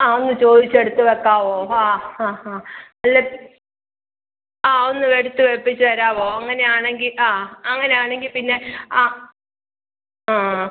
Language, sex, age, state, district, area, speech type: Malayalam, female, 45-60, Kerala, Pathanamthitta, urban, conversation